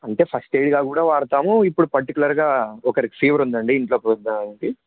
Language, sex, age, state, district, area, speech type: Telugu, male, 18-30, Andhra Pradesh, Sri Satya Sai, urban, conversation